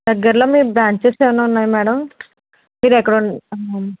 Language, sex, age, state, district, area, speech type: Telugu, female, 18-30, Telangana, Karimnagar, rural, conversation